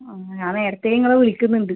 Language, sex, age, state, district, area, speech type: Malayalam, female, 30-45, Kerala, Kannur, rural, conversation